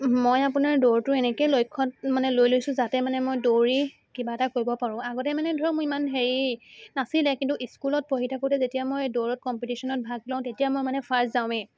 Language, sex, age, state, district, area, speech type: Assamese, female, 18-30, Assam, Sivasagar, urban, spontaneous